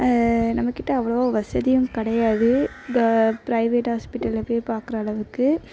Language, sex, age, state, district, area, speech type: Tamil, female, 18-30, Tamil Nadu, Thoothukudi, rural, spontaneous